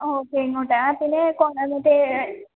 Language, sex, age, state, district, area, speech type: Malayalam, female, 18-30, Kerala, Idukki, rural, conversation